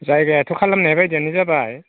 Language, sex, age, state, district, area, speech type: Bodo, male, 45-60, Assam, Udalguri, rural, conversation